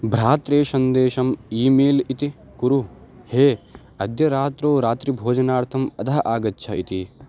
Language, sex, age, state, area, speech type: Sanskrit, male, 18-30, Uttarakhand, rural, read